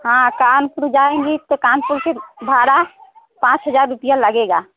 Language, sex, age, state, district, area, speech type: Hindi, female, 60+, Uttar Pradesh, Prayagraj, urban, conversation